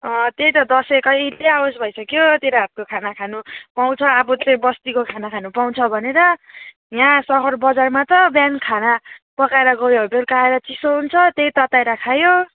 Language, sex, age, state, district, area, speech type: Nepali, female, 18-30, West Bengal, Kalimpong, rural, conversation